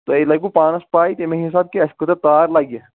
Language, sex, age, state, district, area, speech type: Kashmiri, male, 18-30, Jammu and Kashmir, Shopian, rural, conversation